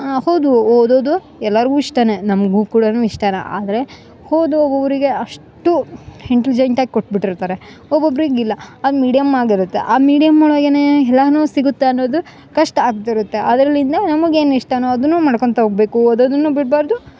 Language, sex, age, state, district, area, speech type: Kannada, female, 18-30, Karnataka, Koppal, rural, spontaneous